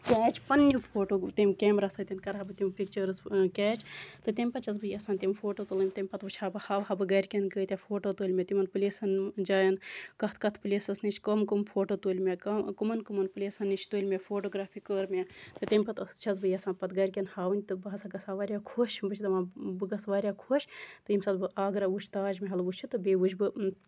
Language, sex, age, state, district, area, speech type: Kashmiri, female, 30-45, Jammu and Kashmir, Baramulla, rural, spontaneous